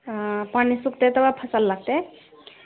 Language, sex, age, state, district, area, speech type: Maithili, female, 60+, Bihar, Purnia, rural, conversation